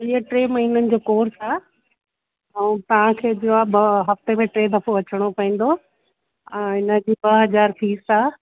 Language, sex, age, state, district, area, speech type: Sindhi, female, 30-45, Uttar Pradesh, Lucknow, urban, conversation